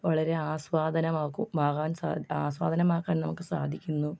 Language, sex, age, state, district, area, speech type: Malayalam, female, 30-45, Kerala, Alappuzha, rural, spontaneous